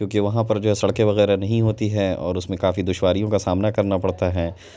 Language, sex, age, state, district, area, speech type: Urdu, male, 30-45, Uttar Pradesh, Lucknow, urban, spontaneous